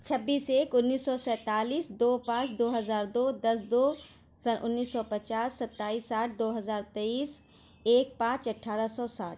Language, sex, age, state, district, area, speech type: Urdu, female, 30-45, Uttar Pradesh, Shahjahanpur, urban, spontaneous